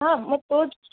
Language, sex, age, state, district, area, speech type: Marathi, female, 18-30, Maharashtra, Raigad, rural, conversation